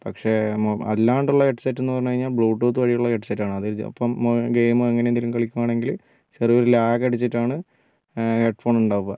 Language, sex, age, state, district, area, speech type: Malayalam, male, 30-45, Kerala, Wayanad, rural, spontaneous